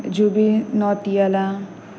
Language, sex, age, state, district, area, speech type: Goan Konkani, female, 18-30, Goa, Pernem, rural, spontaneous